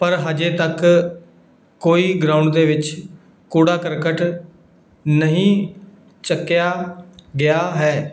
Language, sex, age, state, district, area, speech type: Punjabi, male, 18-30, Punjab, Fazilka, rural, spontaneous